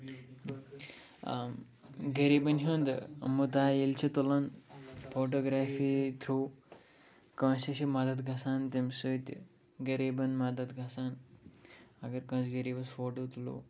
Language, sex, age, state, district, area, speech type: Kashmiri, male, 18-30, Jammu and Kashmir, Pulwama, urban, spontaneous